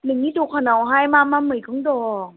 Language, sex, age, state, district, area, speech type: Bodo, female, 30-45, Assam, Chirang, rural, conversation